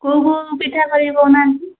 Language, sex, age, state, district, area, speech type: Odia, female, 18-30, Odisha, Khordha, rural, conversation